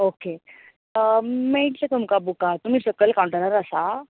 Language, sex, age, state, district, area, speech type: Goan Konkani, female, 18-30, Goa, Bardez, urban, conversation